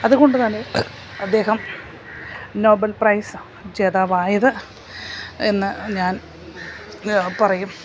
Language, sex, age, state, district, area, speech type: Malayalam, female, 60+, Kerala, Alappuzha, rural, spontaneous